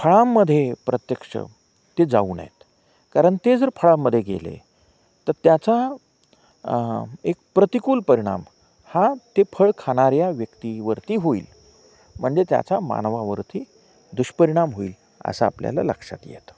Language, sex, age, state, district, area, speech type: Marathi, male, 45-60, Maharashtra, Nanded, urban, spontaneous